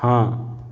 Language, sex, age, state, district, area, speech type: Punjabi, male, 30-45, Punjab, Fatehgarh Sahib, rural, read